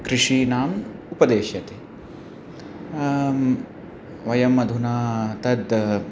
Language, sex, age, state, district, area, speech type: Sanskrit, male, 18-30, Punjab, Amritsar, urban, spontaneous